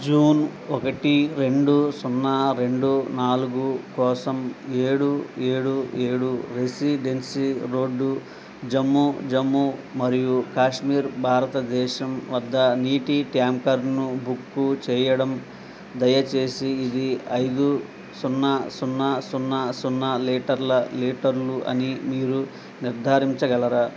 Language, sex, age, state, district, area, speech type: Telugu, male, 60+, Andhra Pradesh, Eluru, rural, read